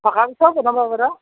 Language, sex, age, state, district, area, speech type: Assamese, female, 45-60, Assam, Nalbari, rural, conversation